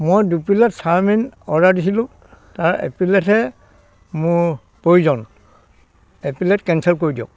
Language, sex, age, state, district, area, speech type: Assamese, male, 60+, Assam, Dhemaji, rural, spontaneous